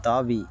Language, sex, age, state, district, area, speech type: Tamil, male, 18-30, Tamil Nadu, Kallakurichi, urban, read